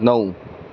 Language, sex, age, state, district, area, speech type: Marathi, male, 30-45, Maharashtra, Thane, urban, read